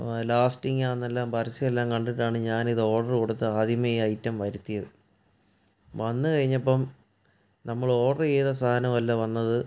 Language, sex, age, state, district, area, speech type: Malayalam, male, 30-45, Kerala, Kottayam, urban, spontaneous